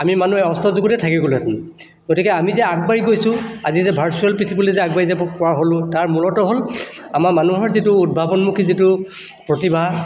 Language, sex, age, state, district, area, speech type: Assamese, male, 60+, Assam, Charaideo, urban, spontaneous